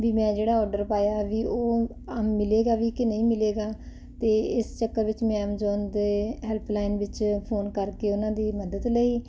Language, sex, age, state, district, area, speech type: Punjabi, female, 45-60, Punjab, Ludhiana, urban, spontaneous